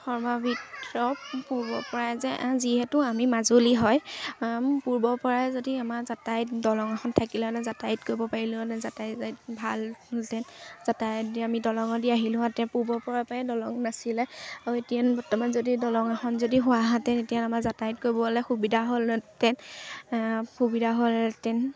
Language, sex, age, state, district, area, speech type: Assamese, female, 18-30, Assam, Majuli, urban, spontaneous